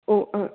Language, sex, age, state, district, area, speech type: Manipuri, female, 60+, Manipur, Imphal West, urban, conversation